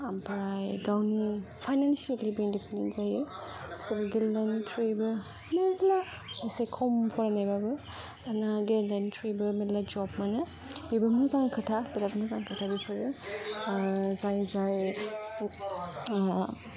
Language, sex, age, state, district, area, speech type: Bodo, female, 18-30, Assam, Kokrajhar, rural, spontaneous